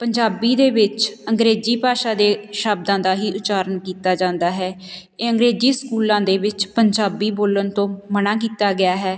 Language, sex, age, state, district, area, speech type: Punjabi, female, 30-45, Punjab, Patiala, rural, spontaneous